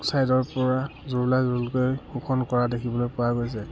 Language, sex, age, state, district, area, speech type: Assamese, male, 30-45, Assam, Charaideo, urban, spontaneous